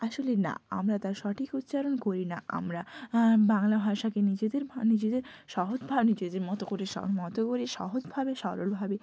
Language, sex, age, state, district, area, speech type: Bengali, female, 18-30, West Bengal, Hooghly, urban, spontaneous